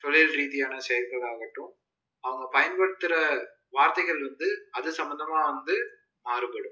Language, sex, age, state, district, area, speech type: Tamil, male, 30-45, Tamil Nadu, Tiruppur, rural, spontaneous